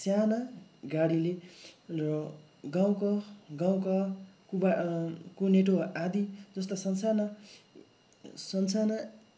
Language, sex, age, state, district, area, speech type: Nepali, male, 18-30, West Bengal, Darjeeling, rural, spontaneous